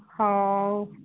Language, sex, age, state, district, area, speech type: Odia, female, 30-45, Odisha, Cuttack, urban, conversation